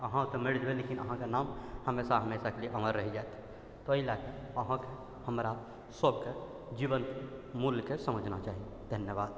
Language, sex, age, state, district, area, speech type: Maithili, male, 60+, Bihar, Purnia, urban, spontaneous